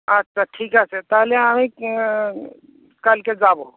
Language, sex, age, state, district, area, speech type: Bengali, male, 60+, West Bengal, North 24 Parganas, rural, conversation